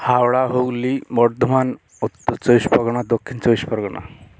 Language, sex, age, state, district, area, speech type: Bengali, male, 60+, West Bengal, Bankura, urban, spontaneous